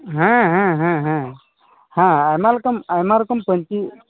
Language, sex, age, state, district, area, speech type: Santali, male, 18-30, West Bengal, Malda, rural, conversation